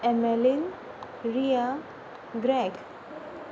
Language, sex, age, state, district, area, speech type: Goan Konkani, female, 30-45, Goa, Pernem, rural, spontaneous